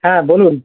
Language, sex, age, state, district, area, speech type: Bengali, male, 18-30, West Bengal, South 24 Parganas, urban, conversation